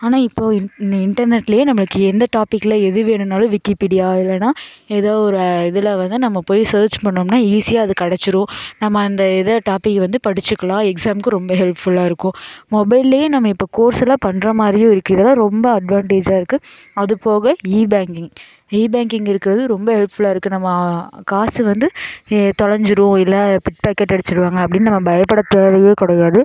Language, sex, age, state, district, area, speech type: Tamil, female, 18-30, Tamil Nadu, Coimbatore, rural, spontaneous